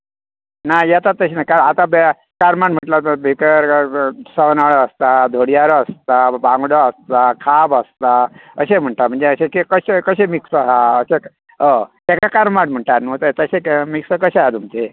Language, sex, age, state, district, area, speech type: Goan Konkani, male, 45-60, Goa, Bardez, rural, conversation